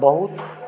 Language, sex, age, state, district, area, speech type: Maithili, male, 45-60, Bihar, Supaul, rural, spontaneous